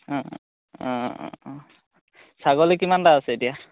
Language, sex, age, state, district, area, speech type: Assamese, male, 18-30, Assam, Majuli, urban, conversation